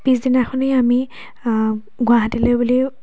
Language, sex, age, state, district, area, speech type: Assamese, female, 18-30, Assam, Dhemaji, rural, spontaneous